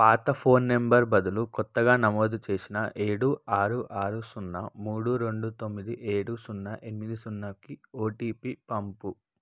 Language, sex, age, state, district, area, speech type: Telugu, male, 30-45, Telangana, Ranga Reddy, urban, read